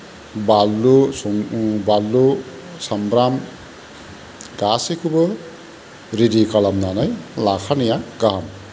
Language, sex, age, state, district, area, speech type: Bodo, male, 45-60, Assam, Kokrajhar, rural, spontaneous